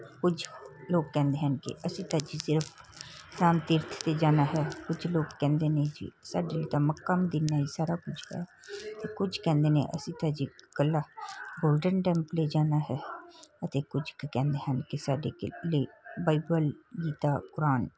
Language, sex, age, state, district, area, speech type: Punjabi, male, 45-60, Punjab, Patiala, urban, spontaneous